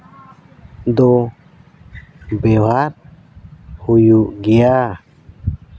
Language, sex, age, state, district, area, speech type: Santali, male, 30-45, Jharkhand, Seraikela Kharsawan, rural, spontaneous